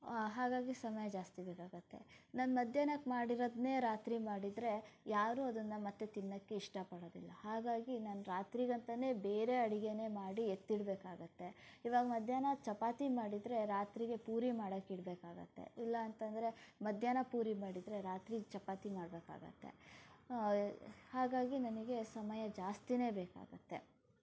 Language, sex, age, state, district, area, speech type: Kannada, female, 30-45, Karnataka, Shimoga, rural, spontaneous